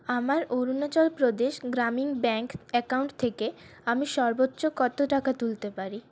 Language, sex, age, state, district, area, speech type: Bengali, female, 18-30, West Bengal, Paschim Bardhaman, urban, read